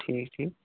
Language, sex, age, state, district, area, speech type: Kashmiri, male, 18-30, Jammu and Kashmir, Pulwama, rural, conversation